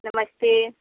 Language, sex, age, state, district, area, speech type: Hindi, female, 18-30, Uttar Pradesh, Prayagraj, rural, conversation